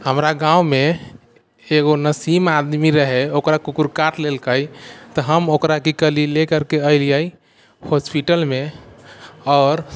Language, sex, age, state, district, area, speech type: Maithili, male, 45-60, Bihar, Sitamarhi, rural, spontaneous